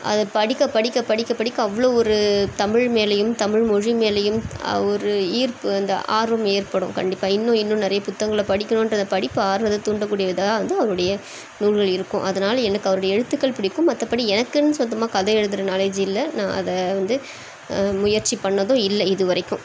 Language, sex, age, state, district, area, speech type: Tamil, female, 30-45, Tamil Nadu, Chennai, urban, spontaneous